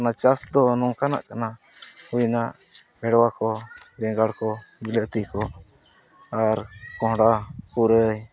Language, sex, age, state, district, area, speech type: Santali, male, 30-45, Jharkhand, East Singhbhum, rural, spontaneous